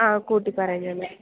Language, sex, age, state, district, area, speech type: Malayalam, female, 18-30, Kerala, Idukki, rural, conversation